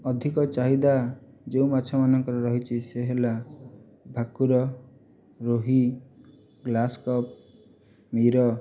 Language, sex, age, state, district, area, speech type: Odia, male, 18-30, Odisha, Jajpur, rural, spontaneous